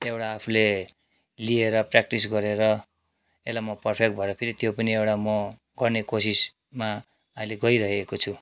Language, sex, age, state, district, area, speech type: Nepali, male, 45-60, West Bengal, Kalimpong, rural, spontaneous